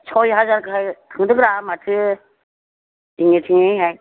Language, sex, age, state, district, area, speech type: Bodo, female, 60+, Assam, Chirang, rural, conversation